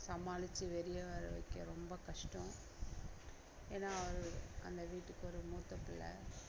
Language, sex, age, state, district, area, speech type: Tamil, female, 60+, Tamil Nadu, Mayiladuthurai, rural, spontaneous